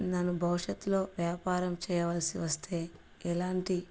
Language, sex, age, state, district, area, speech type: Telugu, female, 30-45, Andhra Pradesh, Kurnool, rural, spontaneous